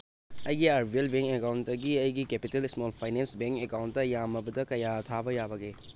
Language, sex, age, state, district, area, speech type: Manipuri, male, 18-30, Manipur, Thoubal, rural, read